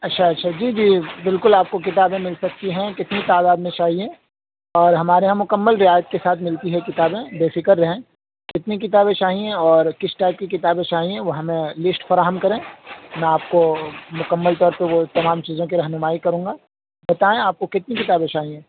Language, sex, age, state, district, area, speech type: Urdu, male, 18-30, Uttar Pradesh, Saharanpur, urban, conversation